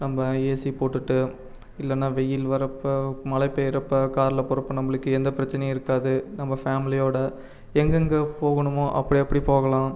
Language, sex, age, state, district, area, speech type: Tamil, male, 18-30, Tamil Nadu, Namakkal, urban, spontaneous